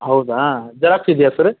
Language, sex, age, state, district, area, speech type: Kannada, male, 45-60, Karnataka, Dharwad, rural, conversation